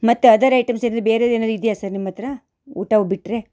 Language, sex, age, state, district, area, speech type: Kannada, female, 45-60, Karnataka, Shimoga, rural, spontaneous